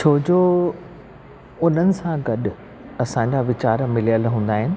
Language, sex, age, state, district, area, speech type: Sindhi, female, 60+, Delhi, South Delhi, urban, spontaneous